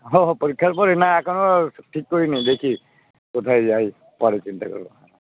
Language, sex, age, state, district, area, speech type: Bengali, male, 45-60, West Bengal, Alipurduar, rural, conversation